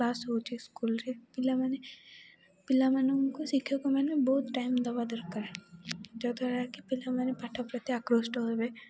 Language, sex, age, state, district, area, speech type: Odia, female, 18-30, Odisha, Rayagada, rural, spontaneous